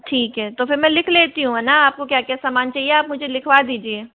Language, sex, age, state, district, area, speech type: Hindi, male, 60+, Rajasthan, Jaipur, urban, conversation